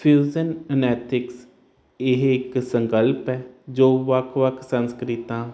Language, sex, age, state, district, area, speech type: Punjabi, male, 30-45, Punjab, Hoshiarpur, urban, spontaneous